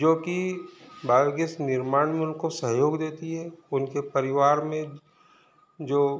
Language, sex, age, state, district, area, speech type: Hindi, male, 45-60, Madhya Pradesh, Balaghat, rural, spontaneous